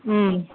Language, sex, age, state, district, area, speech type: Tamil, female, 60+, Tamil Nadu, Kallakurichi, rural, conversation